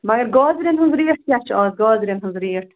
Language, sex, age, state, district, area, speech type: Kashmiri, female, 30-45, Jammu and Kashmir, Bandipora, rural, conversation